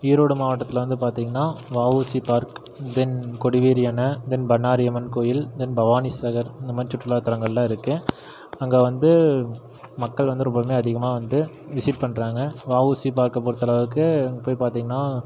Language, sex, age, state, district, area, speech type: Tamil, male, 18-30, Tamil Nadu, Erode, rural, spontaneous